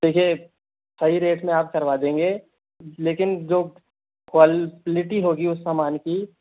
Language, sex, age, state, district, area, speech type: Hindi, male, 30-45, Rajasthan, Jaipur, urban, conversation